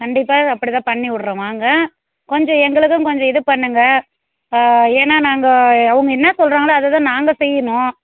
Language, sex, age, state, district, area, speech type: Tamil, female, 30-45, Tamil Nadu, Tirupattur, rural, conversation